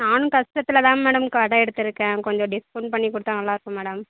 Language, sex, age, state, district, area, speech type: Tamil, female, 30-45, Tamil Nadu, Mayiladuthurai, urban, conversation